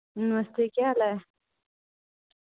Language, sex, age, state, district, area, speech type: Dogri, female, 18-30, Jammu and Kashmir, Reasi, urban, conversation